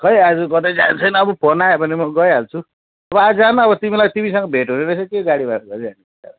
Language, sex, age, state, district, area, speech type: Nepali, male, 45-60, West Bengal, Jalpaiguri, rural, conversation